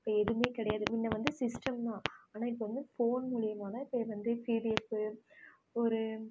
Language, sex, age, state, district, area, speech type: Tamil, female, 18-30, Tamil Nadu, Namakkal, rural, spontaneous